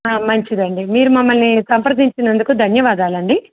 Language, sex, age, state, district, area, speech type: Telugu, female, 30-45, Telangana, Medak, rural, conversation